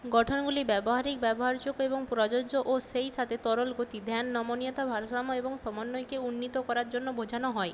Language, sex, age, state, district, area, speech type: Bengali, female, 30-45, West Bengal, Bankura, urban, read